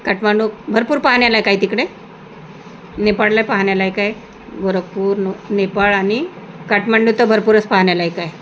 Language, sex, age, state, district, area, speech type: Marathi, female, 45-60, Maharashtra, Nagpur, rural, spontaneous